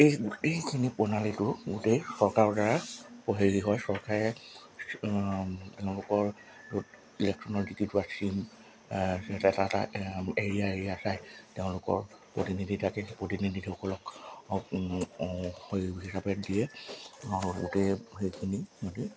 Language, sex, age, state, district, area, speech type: Assamese, male, 30-45, Assam, Charaideo, urban, spontaneous